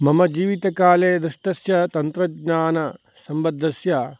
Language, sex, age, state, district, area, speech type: Sanskrit, male, 30-45, Karnataka, Dakshina Kannada, rural, spontaneous